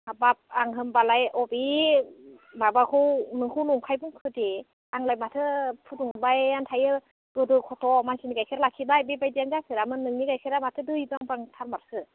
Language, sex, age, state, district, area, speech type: Bodo, female, 30-45, Assam, Udalguri, urban, conversation